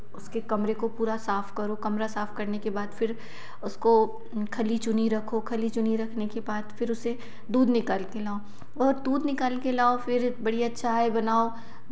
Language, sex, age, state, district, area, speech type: Hindi, female, 30-45, Madhya Pradesh, Betul, urban, spontaneous